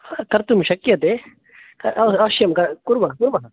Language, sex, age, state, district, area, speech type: Sanskrit, male, 30-45, Karnataka, Udupi, urban, conversation